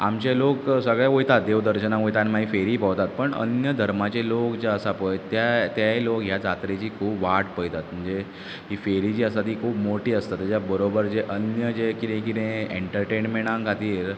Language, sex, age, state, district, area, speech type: Goan Konkani, male, 30-45, Goa, Bardez, urban, spontaneous